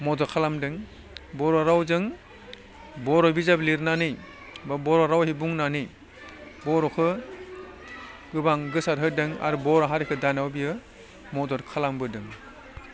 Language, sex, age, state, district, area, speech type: Bodo, male, 45-60, Assam, Udalguri, urban, spontaneous